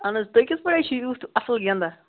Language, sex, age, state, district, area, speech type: Kashmiri, male, 18-30, Jammu and Kashmir, Bandipora, rural, conversation